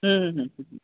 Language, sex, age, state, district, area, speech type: Bengali, male, 45-60, West Bengal, Purba Bardhaman, urban, conversation